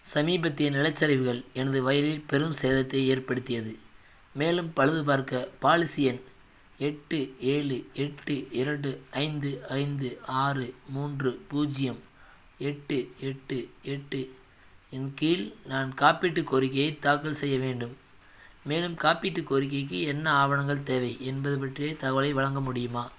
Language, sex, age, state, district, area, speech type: Tamil, male, 18-30, Tamil Nadu, Madurai, rural, read